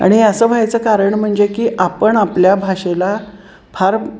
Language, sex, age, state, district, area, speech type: Marathi, female, 60+, Maharashtra, Kolhapur, urban, spontaneous